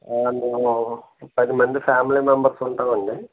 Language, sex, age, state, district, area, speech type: Telugu, male, 60+, Andhra Pradesh, Konaseema, rural, conversation